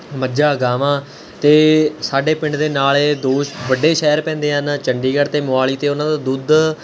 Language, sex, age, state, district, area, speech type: Punjabi, male, 18-30, Punjab, Mohali, rural, spontaneous